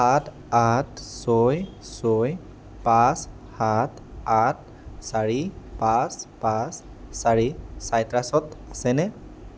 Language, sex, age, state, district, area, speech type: Assamese, male, 18-30, Assam, Dhemaji, rural, read